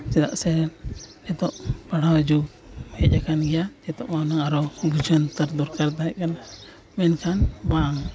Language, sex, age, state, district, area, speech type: Santali, male, 45-60, Jharkhand, East Singhbhum, rural, spontaneous